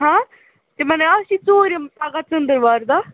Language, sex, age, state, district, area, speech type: Kashmiri, female, 18-30, Jammu and Kashmir, Budgam, rural, conversation